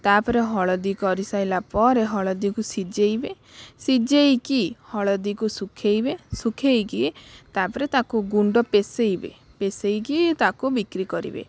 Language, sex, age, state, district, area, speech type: Odia, female, 18-30, Odisha, Bhadrak, rural, spontaneous